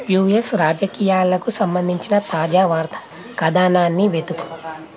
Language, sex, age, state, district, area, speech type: Telugu, male, 18-30, Telangana, Nalgonda, urban, read